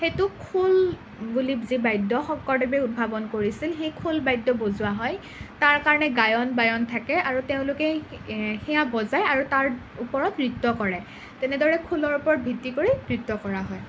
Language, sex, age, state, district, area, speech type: Assamese, other, 18-30, Assam, Nalbari, rural, spontaneous